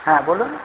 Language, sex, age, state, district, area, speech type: Bengali, male, 18-30, West Bengal, Purba Bardhaman, urban, conversation